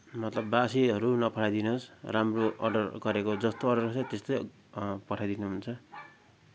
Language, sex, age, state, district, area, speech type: Nepali, male, 45-60, West Bengal, Darjeeling, rural, spontaneous